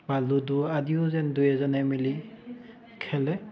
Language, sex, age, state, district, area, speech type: Assamese, male, 30-45, Assam, Dibrugarh, rural, spontaneous